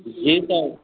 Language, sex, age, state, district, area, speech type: Maithili, male, 45-60, Bihar, Madhubani, rural, conversation